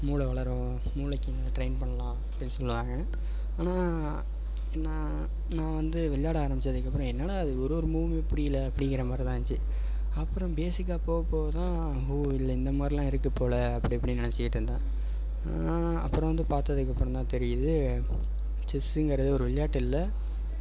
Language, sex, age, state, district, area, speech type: Tamil, male, 18-30, Tamil Nadu, Perambalur, urban, spontaneous